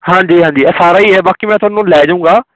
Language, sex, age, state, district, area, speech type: Punjabi, male, 18-30, Punjab, Fatehgarh Sahib, rural, conversation